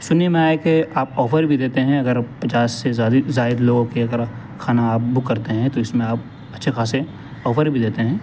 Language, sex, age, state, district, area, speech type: Urdu, male, 18-30, Delhi, North West Delhi, urban, spontaneous